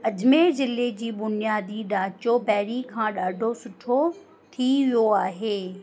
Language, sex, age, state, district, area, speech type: Sindhi, female, 45-60, Rajasthan, Ajmer, urban, spontaneous